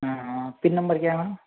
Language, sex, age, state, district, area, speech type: Hindi, male, 60+, Madhya Pradesh, Bhopal, urban, conversation